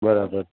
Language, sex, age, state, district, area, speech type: Gujarati, male, 30-45, Gujarat, Junagadh, urban, conversation